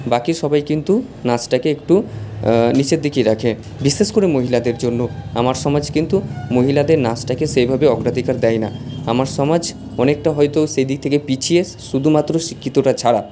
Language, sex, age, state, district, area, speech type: Bengali, male, 45-60, West Bengal, Purba Bardhaman, urban, spontaneous